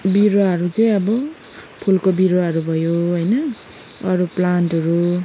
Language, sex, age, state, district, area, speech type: Nepali, female, 30-45, West Bengal, Kalimpong, rural, spontaneous